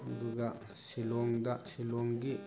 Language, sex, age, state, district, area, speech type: Manipuri, male, 30-45, Manipur, Thoubal, rural, spontaneous